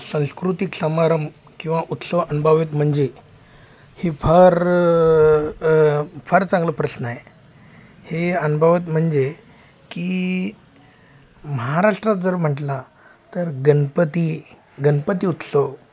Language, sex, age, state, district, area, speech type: Marathi, male, 45-60, Maharashtra, Sangli, urban, spontaneous